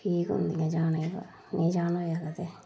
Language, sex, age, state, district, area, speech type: Dogri, female, 45-60, Jammu and Kashmir, Udhampur, rural, spontaneous